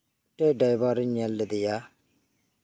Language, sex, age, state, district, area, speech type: Santali, male, 30-45, West Bengal, Birbhum, rural, spontaneous